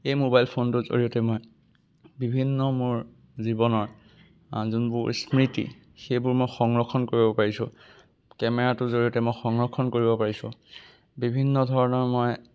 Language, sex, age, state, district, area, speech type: Assamese, male, 18-30, Assam, Sonitpur, rural, spontaneous